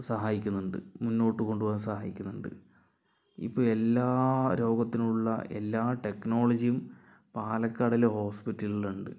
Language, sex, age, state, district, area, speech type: Malayalam, male, 60+, Kerala, Palakkad, rural, spontaneous